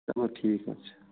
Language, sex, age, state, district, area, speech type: Kashmiri, male, 30-45, Jammu and Kashmir, Srinagar, urban, conversation